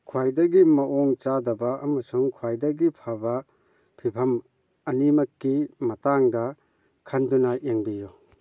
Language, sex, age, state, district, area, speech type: Manipuri, male, 30-45, Manipur, Kakching, rural, read